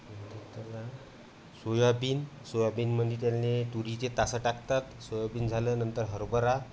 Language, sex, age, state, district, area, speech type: Marathi, male, 18-30, Maharashtra, Amravati, rural, spontaneous